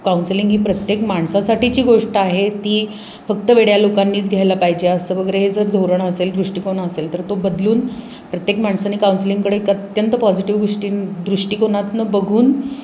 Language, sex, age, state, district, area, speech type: Marathi, female, 45-60, Maharashtra, Pune, urban, spontaneous